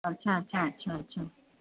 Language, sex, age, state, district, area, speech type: Sindhi, female, 45-60, Uttar Pradesh, Lucknow, rural, conversation